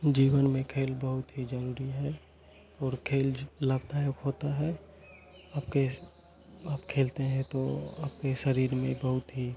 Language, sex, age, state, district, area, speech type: Hindi, male, 18-30, Bihar, Begusarai, urban, spontaneous